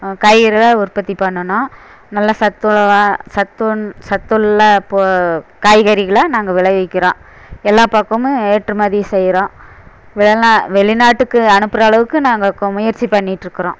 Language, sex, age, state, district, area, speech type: Tamil, female, 60+, Tamil Nadu, Erode, urban, spontaneous